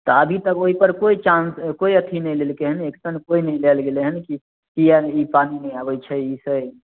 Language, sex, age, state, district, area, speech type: Maithili, male, 18-30, Bihar, Samastipur, rural, conversation